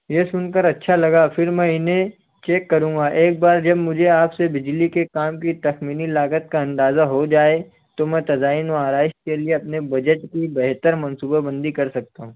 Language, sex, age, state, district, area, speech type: Urdu, male, 60+, Maharashtra, Nashik, urban, conversation